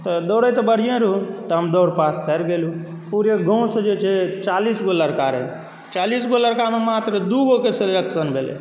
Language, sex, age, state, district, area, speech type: Maithili, male, 18-30, Bihar, Saharsa, rural, spontaneous